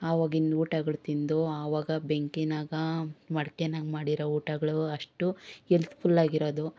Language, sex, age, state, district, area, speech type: Kannada, female, 30-45, Karnataka, Bangalore Urban, rural, spontaneous